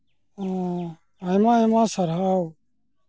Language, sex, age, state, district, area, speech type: Santali, male, 45-60, West Bengal, Malda, rural, spontaneous